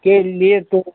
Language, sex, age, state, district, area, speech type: Hindi, male, 60+, Uttar Pradesh, Mau, urban, conversation